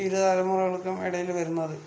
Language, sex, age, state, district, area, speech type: Malayalam, male, 30-45, Kerala, Palakkad, rural, spontaneous